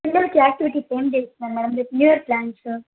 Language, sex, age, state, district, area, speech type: Telugu, female, 30-45, Andhra Pradesh, Kadapa, rural, conversation